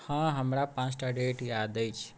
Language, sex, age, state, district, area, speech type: Maithili, male, 30-45, Bihar, Sitamarhi, rural, spontaneous